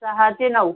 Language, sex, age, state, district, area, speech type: Marathi, female, 45-60, Maharashtra, Amravati, urban, conversation